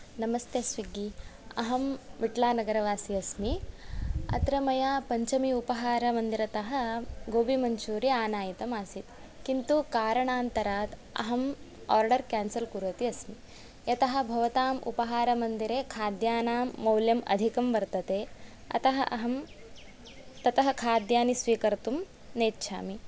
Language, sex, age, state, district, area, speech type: Sanskrit, female, 18-30, Karnataka, Davanagere, urban, spontaneous